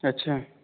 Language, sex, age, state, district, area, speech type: Hindi, male, 18-30, Madhya Pradesh, Katni, urban, conversation